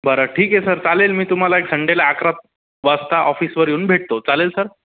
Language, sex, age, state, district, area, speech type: Marathi, male, 18-30, Maharashtra, Jalna, urban, conversation